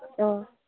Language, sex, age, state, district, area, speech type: Manipuri, female, 45-60, Manipur, Kangpokpi, rural, conversation